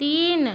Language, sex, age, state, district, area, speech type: Hindi, female, 60+, Madhya Pradesh, Balaghat, rural, read